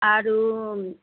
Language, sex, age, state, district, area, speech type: Assamese, female, 45-60, Assam, Kamrup Metropolitan, urban, conversation